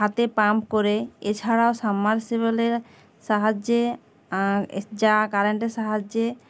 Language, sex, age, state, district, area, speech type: Bengali, female, 18-30, West Bengal, Uttar Dinajpur, urban, spontaneous